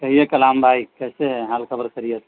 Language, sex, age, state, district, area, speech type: Urdu, male, 30-45, Bihar, East Champaran, urban, conversation